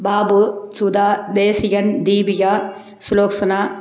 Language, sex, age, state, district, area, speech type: Tamil, female, 60+, Tamil Nadu, Krishnagiri, rural, spontaneous